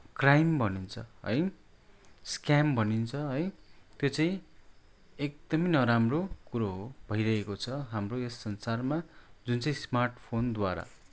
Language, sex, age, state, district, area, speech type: Nepali, male, 45-60, West Bengal, Kalimpong, rural, spontaneous